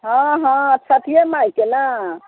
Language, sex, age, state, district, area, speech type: Maithili, female, 60+, Bihar, Muzaffarpur, rural, conversation